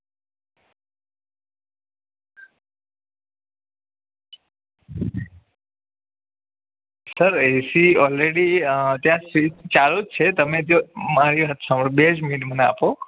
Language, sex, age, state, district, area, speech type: Gujarati, male, 30-45, Gujarat, Surat, urban, conversation